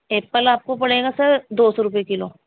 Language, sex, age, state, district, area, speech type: Urdu, female, 30-45, Delhi, East Delhi, urban, conversation